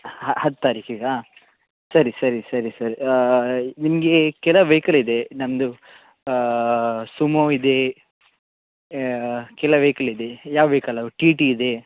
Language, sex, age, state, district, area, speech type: Kannada, male, 30-45, Karnataka, Udupi, rural, conversation